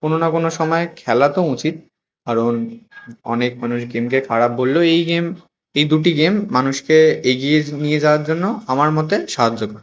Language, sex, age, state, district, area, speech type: Bengali, male, 18-30, West Bengal, Kolkata, urban, spontaneous